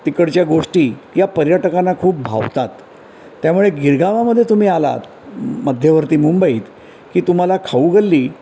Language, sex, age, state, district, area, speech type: Marathi, male, 60+, Maharashtra, Mumbai Suburban, urban, spontaneous